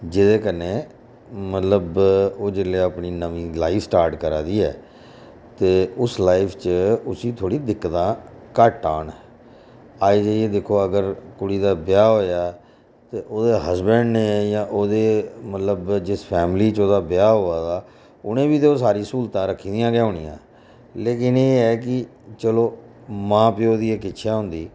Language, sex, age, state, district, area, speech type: Dogri, male, 45-60, Jammu and Kashmir, Reasi, urban, spontaneous